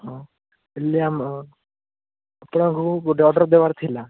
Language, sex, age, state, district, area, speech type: Odia, male, 18-30, Odisha, Koraput, urban, conversation